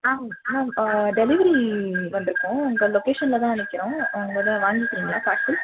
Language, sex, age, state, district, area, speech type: Tamil, female, 18-30, Tamil Nadu, Tenkasi, urban, conversation